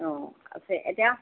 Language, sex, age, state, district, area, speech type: Assamese, female, 60+, Assam, Golaghat, urban, conversation